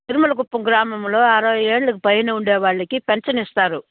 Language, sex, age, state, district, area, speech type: Telugu, female, 60+, Andhra Pradesh, Sri Balaji, urban, conversation